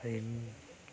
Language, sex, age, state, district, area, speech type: Odia, male, 18-30, Odisha, Jagatsinghpur, rural, spontaneous